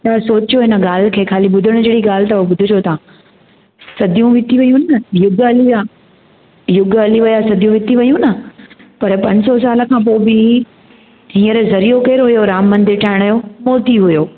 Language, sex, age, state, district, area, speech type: Sindhi, female, 30-45, Gujarat, Junagadh, urban, conversation